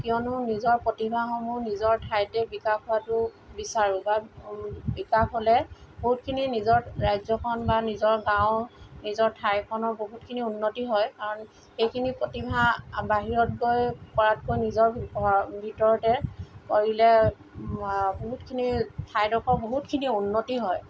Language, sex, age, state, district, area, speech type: Assamese, female, 45-60, Assam, Tinsukia, rural, spontaneous